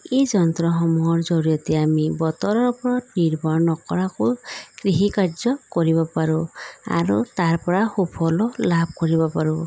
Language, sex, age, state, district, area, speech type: Assamese, female, 30-45, Assam, Sonitpur, rural, spontaneous